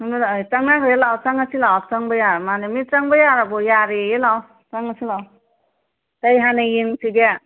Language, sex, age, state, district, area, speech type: Manipuri, female, 30-45, Manipur, Imphal West, urban, conversation